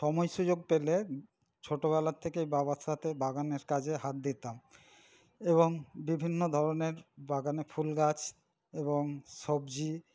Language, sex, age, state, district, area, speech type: Bengali, male, 45-60, West Bengal, Paschim Bardhaman, rural, spontaneous